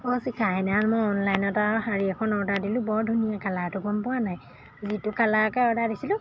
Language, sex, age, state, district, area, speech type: Assamese, female, 30-45, Assam, Golaghat, urban, spontaneous